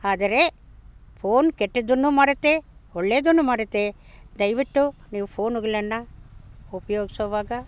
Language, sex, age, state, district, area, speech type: Kannada, female, 60+, Karnataka, Bangalore Rural, rural, spontaneous